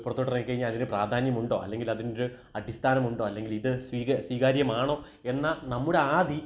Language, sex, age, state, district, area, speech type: Malayalam, male, 18-30, Kerala, Kottayam, rural, spontaneous